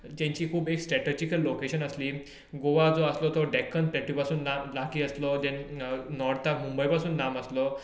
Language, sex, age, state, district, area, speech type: Goan Konkani, male, 18-30, Goa, Tiswadi, rural, spontaneous